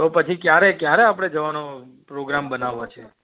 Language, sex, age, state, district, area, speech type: Gujarati, male, 30-45, Gujarat, Rajkot, rural, conversation